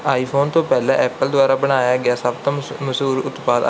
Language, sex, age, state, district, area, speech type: Punjabi, male, 30-45, Punjab, Barnala, rural, read